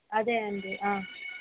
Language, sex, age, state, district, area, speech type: Telugu, female, 18-30, Andhra Pradesh, Chittoor, urban, conversation